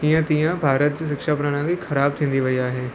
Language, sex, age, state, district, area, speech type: Sindhi, male, 18-30, Gujarat, Surat, urban, spontaneous